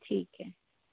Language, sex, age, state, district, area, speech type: Hindi, female, 18-30, Madhya Pradesh, Harda, urban, conversation